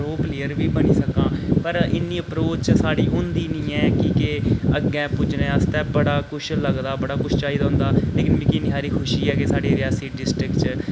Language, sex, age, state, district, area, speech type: Dogri, male, 18-30, Jammu and Kashmir, Reasi, rural, spontaneous